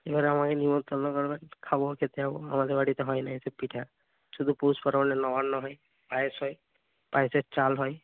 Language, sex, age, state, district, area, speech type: Bengali, male, 60+, West Bengal, Purba Medinipur, rural, conversation